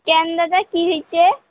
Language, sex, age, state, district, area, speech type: Bengali, female, 18-30, West Bengal, Alipurduar, rural, conversation